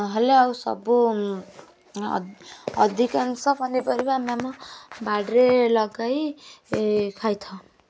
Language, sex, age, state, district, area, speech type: Odia, female, 18-30, Odisha, Kendujhar, urban, spontaneous